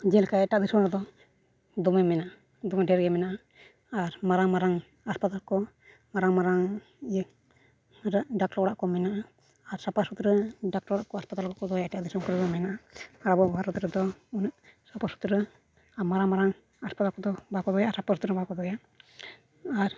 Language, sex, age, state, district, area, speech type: Santali, male, 18-30, Jharkhand, East Singhbhum, rural, spontaneous